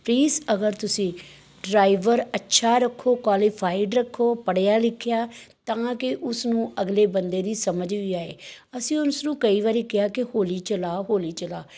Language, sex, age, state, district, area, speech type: Punjabi, female, 45-60, Punjab, Amritsar, urban, spontaneous